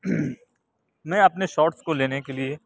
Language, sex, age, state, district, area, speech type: Urdu, male, 45-60, Uttar Pradesh, Aligarh, urban, spontaneous